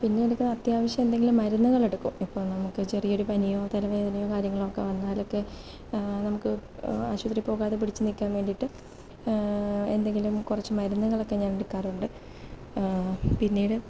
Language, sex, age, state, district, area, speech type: Malayalam, female, 18-30, Kerala, Kottayam, rural, spontaneous